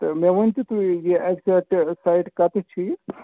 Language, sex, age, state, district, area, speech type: Kashmiri, male, 30-45, Jammu and Kashmir, Ganderbal, rural, conversation